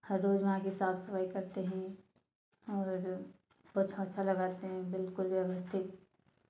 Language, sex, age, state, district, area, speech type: Hindi, female, 18-30, Madhya Pradesh, Ujjain, rural, spontaneous